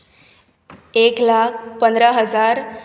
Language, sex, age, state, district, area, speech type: Goan Konkani, female, 18-30, Goa, Bardez, urban, spontaneous